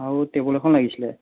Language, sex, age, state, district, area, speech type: Assamese, male, 18-30, Assam, Jorhat, urban, conversation